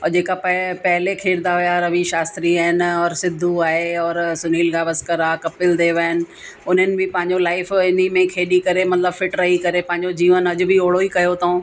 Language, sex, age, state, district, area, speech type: Sindhi, female, 45-60, Uttar Pradesh, Lucknow, rural, spontaneous